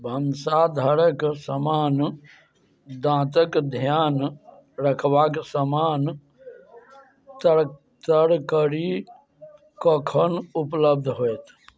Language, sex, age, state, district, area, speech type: Maithili, male, 60+, Bihar, Muzaffarpur, urban, read